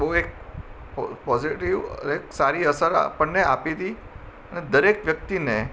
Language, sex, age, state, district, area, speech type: Gujarati, male, 45-60, Gujarat, Anand, urban, spontaneous